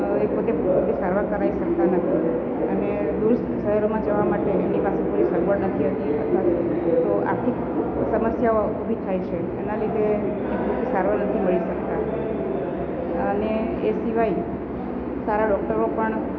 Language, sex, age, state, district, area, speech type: Gujarati, female, 45-60, Gujarat, Valsad, rural, spontaneous